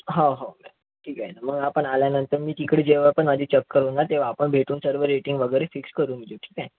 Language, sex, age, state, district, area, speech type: Marathi, male, 45-60, Maharashtra, Yavatmal, urban, conversation